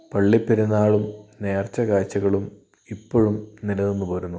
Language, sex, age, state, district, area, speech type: Malayalam, male, 30-45, Kerala, Wayanad, rural, spontaneous